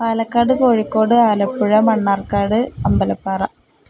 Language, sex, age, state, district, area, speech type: Malayalam, female, 18-30, Kerala, Palakkad, rural, spontaneous